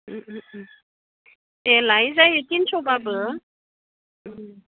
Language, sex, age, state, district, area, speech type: Bodo, female, 30-45, Assam, Udalguri, rural, conversation